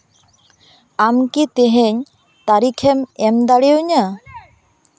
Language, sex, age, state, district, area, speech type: Santali, female, 18-30, West Bengal, Purba Bardhaman, rural, read